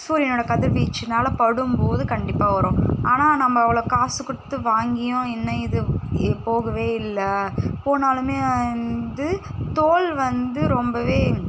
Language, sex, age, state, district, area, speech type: Tamil, female, 18-30, Tamil Nadu, Chennai, urban, spontaneous